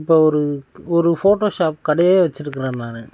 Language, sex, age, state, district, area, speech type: Tamil, male, 45-60, Tamil Nadu, Cuddalore, rural, spontaneous